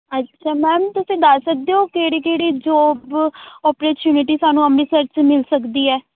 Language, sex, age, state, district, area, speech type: Punjabi, female, 18-30, Punjab, Amritsar, urban, conversation